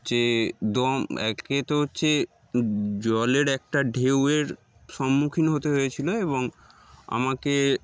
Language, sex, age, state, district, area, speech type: Bengali, male, 30-45, West Bengal, Darjeeling, urban, spontaneous